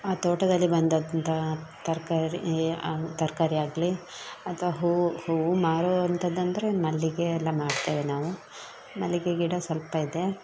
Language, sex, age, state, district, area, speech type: Kannada, female, 30-45, Karnataka, Dakshina Kannada, rural, spontaneous